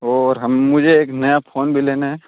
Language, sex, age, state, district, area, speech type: Hindi, male, 18-30, Rajasthan, Nagaur, rural, conversation